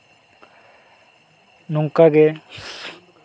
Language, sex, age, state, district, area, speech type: Santali, male, 18-30, West Bengal, Purulia, rural, spontaneous